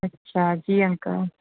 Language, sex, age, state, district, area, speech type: Sindhi, female, 30-45, Rajasthan, Ajmer, urban, conversation